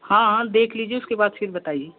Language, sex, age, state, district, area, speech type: Hindi, male, 18-30, Uttar Pradesh, Prayagraj, rural, conversation